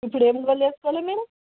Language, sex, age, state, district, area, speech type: Telugu, female, 60+, Telangana, Hyderabad, urban, conversation